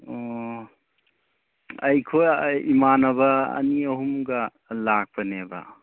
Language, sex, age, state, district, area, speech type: Manipuri, male, 30-45, Manipur, Churachandpur, rural, conversation